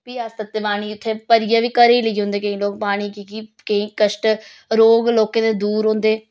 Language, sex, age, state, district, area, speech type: Dogri, female, 30-45, Jammu and Kashmir, Reasi, rural, spontaneous